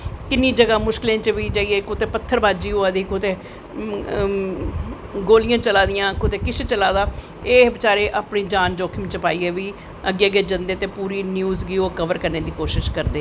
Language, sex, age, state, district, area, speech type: Dogri, female, 45-60, Jammu and Kashmir, Jammu, urban, spontaneous